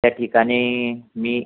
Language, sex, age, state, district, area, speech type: Marathi, male, 45-60, Maharashtra, Buldhana, rural, conversation